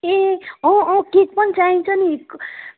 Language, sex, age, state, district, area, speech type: Nepali, female, 45-60, West Bengal, Jalpaiguri, urban, conversation